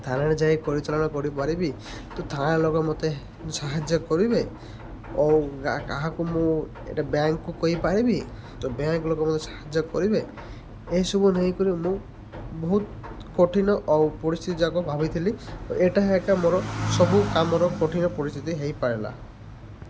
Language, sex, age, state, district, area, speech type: Odia, male, 30-45, Odisha, Malkangiri, urban, spontaneous